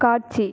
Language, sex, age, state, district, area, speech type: Tamil, female, 18-30, Tamil Nadu, Viluppuram, urban, read